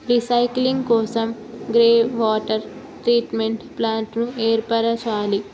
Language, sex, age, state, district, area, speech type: Telugu, female, 18-30, Telangana, Ranga Reddy, urban, spontaneous